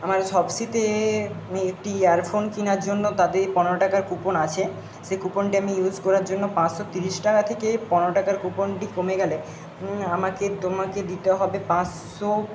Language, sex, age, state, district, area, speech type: Bengali, male, 60+, West Bengal, Jhargram, rural, spontaneous